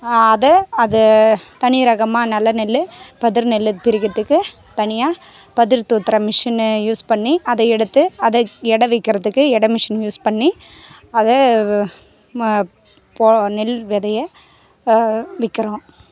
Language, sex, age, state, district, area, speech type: Tamil, female, 18-30, Tamil Nadu, Tiruvannamalai, rural, spontaneous